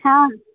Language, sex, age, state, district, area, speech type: Maithili, female, 18-30, Bihar, Muzaffarpur, rural, conversation